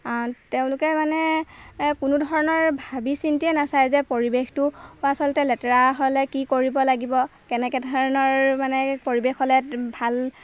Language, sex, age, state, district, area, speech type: Assamese, female, 18-30, Assam, Golaghat, urban, spontaneous